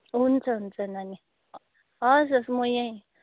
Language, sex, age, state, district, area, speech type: Nepali, female, 60+, West Bengal, Darjeeling, rural, conversation